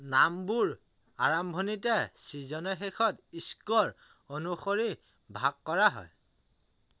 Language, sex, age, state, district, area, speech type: Assamese, male, 30-45, Assam, Dhemaji, rural, read